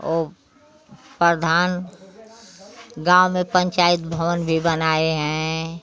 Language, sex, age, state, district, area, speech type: Hindi, female, 60+, Uttar Pradesh, Ghazipur, rural, spontaneous